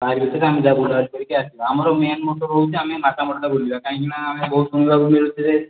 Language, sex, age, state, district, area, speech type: Odia, male, 30-45, Odisha, Puri, urban, conversation